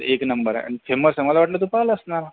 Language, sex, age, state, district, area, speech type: Marathi, female, 30-45, Maharashtra, Akola, rural, conversation